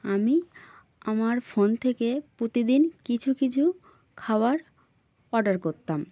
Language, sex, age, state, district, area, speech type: Bengali, female, 18-30, West Bengal, North 24 Parganas, rural, spontaneous